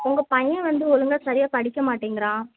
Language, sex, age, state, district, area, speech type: Tamil, female, 18-30, Tamil Nadu, Kanyakumari, rural, conversation